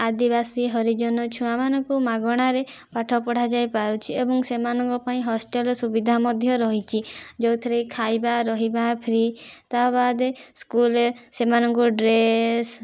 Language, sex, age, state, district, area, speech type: Odia, female, 18-30, Odisha, Kandhamal, rural, spontaneous